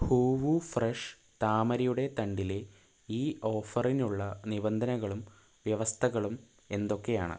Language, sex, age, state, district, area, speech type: Malayalam, male, 30-45, Kerala, Palakkad, rural, read